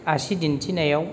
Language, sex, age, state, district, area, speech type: Bodo, male, 45-60, Assam, Kokrajhar, rural, spontaneous